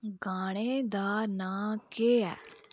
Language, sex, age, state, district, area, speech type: Dogri, female, 45-60, Jammu and Kashmir, Reasi, rural, read